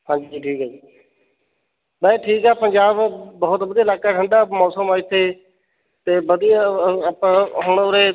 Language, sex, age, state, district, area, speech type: Punjabi, male, 30-45, Punjab, Fatehgarh Sahib, rural, conversation